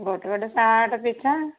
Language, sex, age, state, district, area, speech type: Odia, female, 45-60, Odisha, Gajapati, rural, conversation